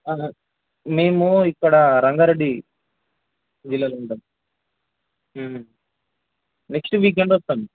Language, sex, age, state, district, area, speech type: Telugu, male, 18-30, Telangana, Ranga Reddy, urban, conversation